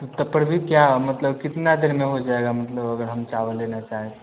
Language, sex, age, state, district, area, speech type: Hindi, male, 18-30, Bihar, Vaishali, rural, conversation